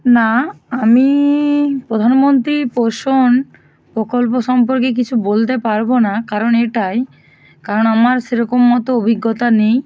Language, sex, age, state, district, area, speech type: Bengali, female, 45-60, West Bengal, Bankura, urban, spontaneous